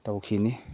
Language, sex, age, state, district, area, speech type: Manipuri, male, 45-60, Manipur, Chandel, rural, spontaneous